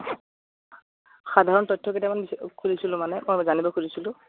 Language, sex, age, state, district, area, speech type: Assamese, male, 18-30, Assam, Dhemaji, rural, conversation